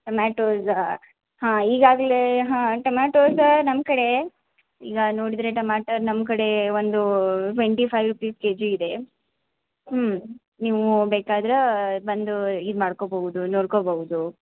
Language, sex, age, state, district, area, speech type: Kannada, female, 18-30, Karnataka, Belgaum, rural, conversation